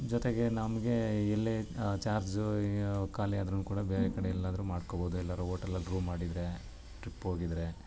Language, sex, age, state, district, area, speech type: Kannada, male, 30-45, Karnataka, Mysore, urban, spontaneous